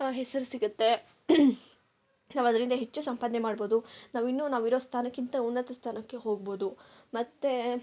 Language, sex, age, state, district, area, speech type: Kannada, female, 18-30, Karnataka, Kolar, rural, spontaneous